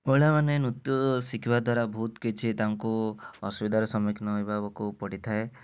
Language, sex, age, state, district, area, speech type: Odia, male, 30-45, Odisha, Cuttack, urban, spontaneous